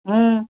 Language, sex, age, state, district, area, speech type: Tamil, female, 45-60, Tamil Nadu, Cuddalore, rural, conversation